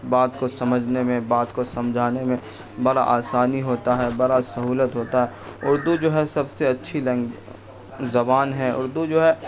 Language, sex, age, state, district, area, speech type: Urdu, male, 45-60, Bihar, Supaul, rural, spontaneous